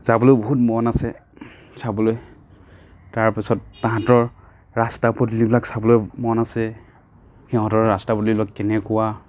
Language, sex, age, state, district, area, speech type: Assamese, male, 30-45, Assam, Nagaon, rural, spontaneous